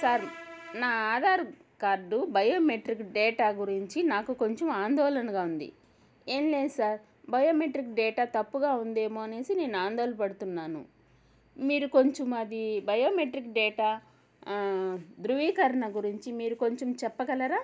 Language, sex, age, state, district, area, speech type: Telugu, female, 30-45, Andhra Pradesh, Kadapa, rural, spontaneous